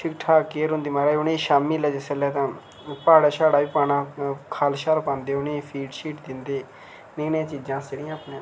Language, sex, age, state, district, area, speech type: Dogri, male, 18-30, Jammu and Kashmir, Reasi, rural, spontaneous